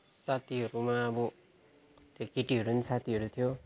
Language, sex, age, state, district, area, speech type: Nepali, male, 18-30, West Bengal, Kalimpong, rural, spontaneous